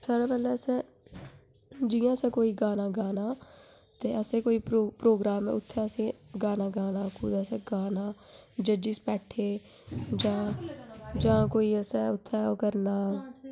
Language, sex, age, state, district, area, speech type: Dogri, female, 18-30, Jammu and Kashmir, Udhampur, rural, spontaneous